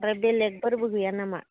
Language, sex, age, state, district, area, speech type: Bodo, female, 45-60, Assam, Udalguri, rural, conversation